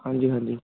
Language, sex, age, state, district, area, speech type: Punjabi, male, 18-30, Punjab, Gurdaspur, urban, conversation